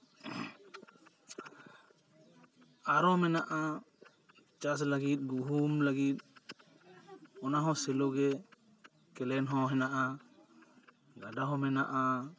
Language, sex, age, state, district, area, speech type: Santali, male, 30-45, West Bengal, Jhargram, rural, spontaneous